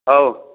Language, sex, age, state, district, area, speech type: Odia, male, 60+, Odisha, Angul, rural, conversation